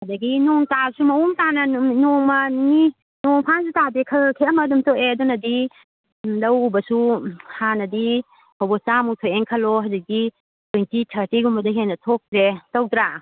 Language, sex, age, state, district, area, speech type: Manipuri, female, 45-60, Manipur, Kakching, rural, conversation